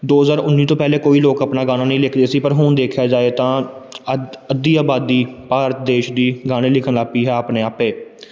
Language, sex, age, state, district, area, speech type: Punjabi, male, 18-30, Punjab, Gurdaspur, urban, spontaneous